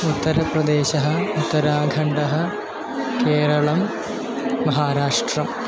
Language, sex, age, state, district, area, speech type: Sanskrit, male, 18-30, Kerala, Thrissur, rural, spontaneous